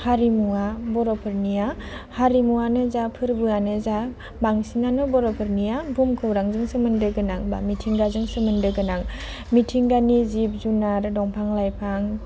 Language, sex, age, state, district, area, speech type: Bodo, female, 18-30, Assam, Udalguri, rural, spontaneous